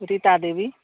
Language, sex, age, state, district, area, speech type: Maithili, female, 60+, Bihar, Madhepura, urban, conversation